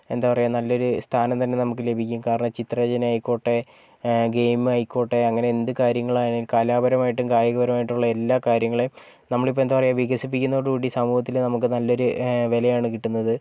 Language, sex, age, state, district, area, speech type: Malayalam, male, 30-45, Kerala, Wayanad, rural, spontaneous